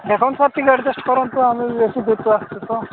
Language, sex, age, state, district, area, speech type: Odia, male, 45-60, Odisha, Nabarangpur, rural, conversation